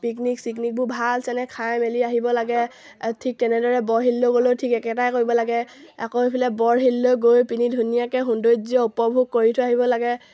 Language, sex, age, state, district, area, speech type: Assamese, female, 18-30, Assam, Sivasagar, rural, spontaneous